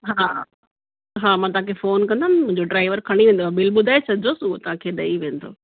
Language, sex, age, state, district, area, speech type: Sindhi, female, 45-60, Gujarat, Kutch, rural, conversation